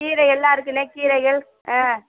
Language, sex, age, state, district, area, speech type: Tamil, female, 45-60, Tamil Nadu, Madurai, urban, conversation